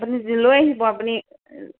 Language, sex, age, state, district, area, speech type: Assamese, female, 45-60, Assam, Charaideo, urban, conversation